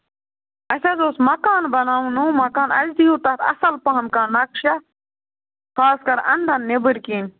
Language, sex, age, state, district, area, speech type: Kashmiri, female, 18-30, Jammu and Kashmir, Budgam, rural, conversation